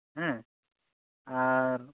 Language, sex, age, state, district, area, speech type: Santali, male, 30-45, West Bengal, Purulia, rural, conversation